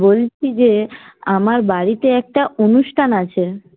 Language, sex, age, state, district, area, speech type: Bengali, female, 18-30, West Bengal, Paschim Medinipur, rural, conversation